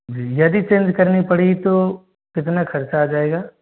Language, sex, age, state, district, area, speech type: Hindi, male, 45-60, Rajasthan, Jodhpur, rural, conversation